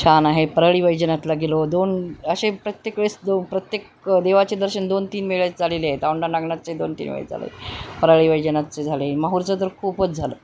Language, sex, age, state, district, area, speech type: Marathi, female, 45-60, Maharashtra, Nanded, rural, spontaneous